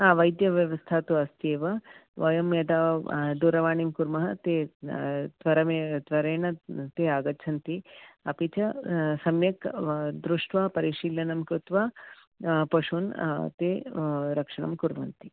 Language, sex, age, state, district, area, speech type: Sanskrit, female, 45-60, Karnataka, Bangalore Urban, urban, conversation